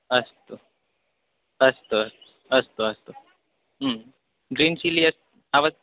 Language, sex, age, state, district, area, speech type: Sanskrit, male, 18-30, Odisha, Balangir, rural, conversation